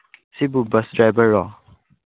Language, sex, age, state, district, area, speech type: Manipuri, male, 18-30, Manipur, Chandel, rural, conversation